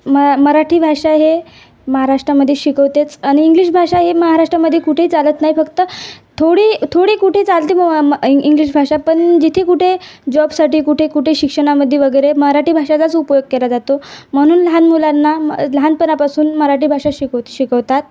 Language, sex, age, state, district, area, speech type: Marathi, female, 18-30, Maharashtra, Wardha, rural, spontaneous